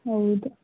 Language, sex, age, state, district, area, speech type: Kannada, female, 18-30, Karnataka, Udupi, rural, conversation